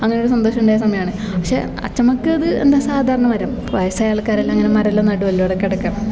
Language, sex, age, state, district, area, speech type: Malayalam, female, 18-30, Kerala, Kasaragod, rural, spontaneous